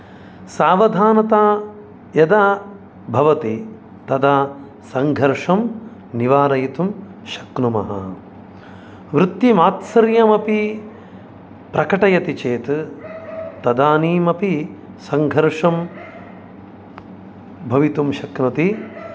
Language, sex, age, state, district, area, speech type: Sanskrit, male, 45-60, Karnataka, Dakshina Kannada, rural, spontaneous